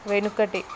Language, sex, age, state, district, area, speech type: Telugu, female, 18-30, Andhra Pradesh, Visakhapatnam, urban, read